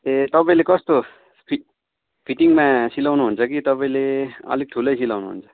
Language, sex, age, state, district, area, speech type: Nepali, male, 45-60, West Bengal, Darjeeling, rural, conversation